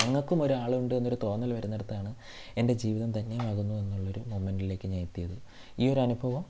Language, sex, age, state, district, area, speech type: Malayalam, male, 18-30, Kerala, Thiruvananthapuram, rural, spontaneous